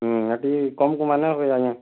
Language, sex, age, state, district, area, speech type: Odia, male, 30-45, Odisha, Bargarh, urban, conversation